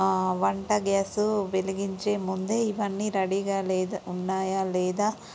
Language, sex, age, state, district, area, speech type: Telugu, female, 30-45, Telangana, Peddapalli, rural, spontaneous